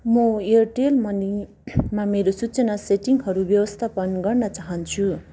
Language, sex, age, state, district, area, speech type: Nepali, female, 45-60, West Bengal, Darjeeling, rural, read